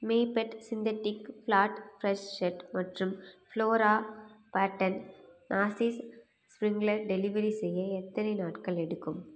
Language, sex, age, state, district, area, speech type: Tamil, female, 18-30, Tamil Nadu, Nagapattinam, rural, read